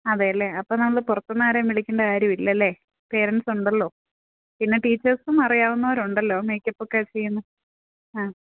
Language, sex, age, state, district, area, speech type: Malayalam, female, 30-45, Kerala, Idukki, rural, conversation